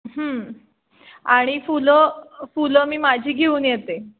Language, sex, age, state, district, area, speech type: Marathi, female, 30-45, Maharashtra, Kolhapur, urban, conversation